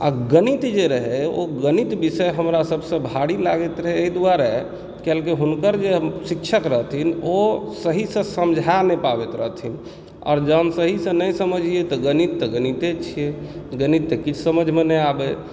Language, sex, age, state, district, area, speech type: Maithili, male, 30-45, Bihar, Supaul, rural, spontaneous